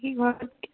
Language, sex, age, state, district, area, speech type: Assamese, female, 18-30, Assam, Charaideo, urban, conversation